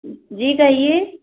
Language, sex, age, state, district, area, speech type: Hindi, female, 18-30, Madhya Pradesh, Bhopal, urban, conversation